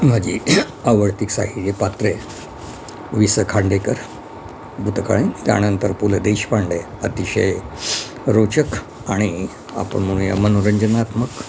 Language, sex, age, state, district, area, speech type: Marathi, male, 60+, Maharashtra, Yavatmal, urban, spontaneous